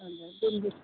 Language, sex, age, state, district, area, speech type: Nepali, female, 30-45, West Bengal, Darjeeling, rural, conversation